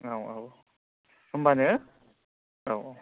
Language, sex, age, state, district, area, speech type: Bodo, male, 30-45, Assam, Kokrajhar, rural, conversation